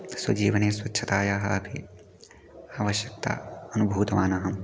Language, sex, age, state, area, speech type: Sanskrit, male, 18-30, Uttarakhand, rural, spontaneous